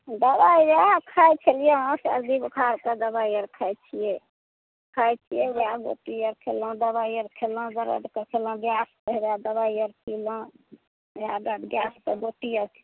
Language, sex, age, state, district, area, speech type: Maithili, female, 45-60, Bihar, Madhubani, rural, conversation